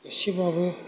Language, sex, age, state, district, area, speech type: Bodo, male, 45-60, Assam, Kokrajhar, rural, spontaneous